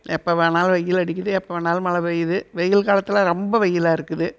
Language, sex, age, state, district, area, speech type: Tamil, female, 60+, Tamil Nadu, Erode, rural, spontaneous